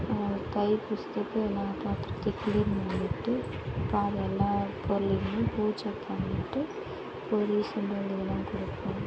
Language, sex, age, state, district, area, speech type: Tamil, female, 18-30, Tamil Nadu, Tiruvannamalai, rural, spontaneous